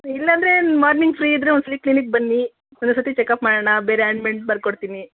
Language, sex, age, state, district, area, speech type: Kannada, female, 30-45, Karnataka, Kolar, urban, conversation